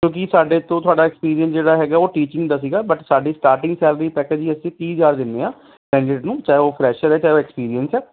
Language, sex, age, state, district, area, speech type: Punjabi, male, 30-45, Punjab, Ludhiana, urban, conversation